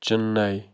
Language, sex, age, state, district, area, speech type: Kashmiri, male, 30-45, Jammu and Kashmir, Budgam, rural, spontaneous